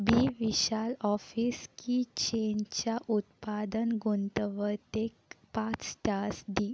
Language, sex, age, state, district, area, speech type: Goan Konkani, female, 18-30, Goa, Salcete, rural, read